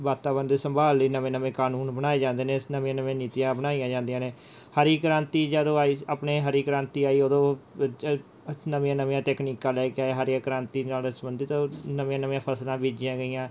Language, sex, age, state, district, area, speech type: Punjabi, male, 18-30, Punjab, Mansa, urban, spontaneous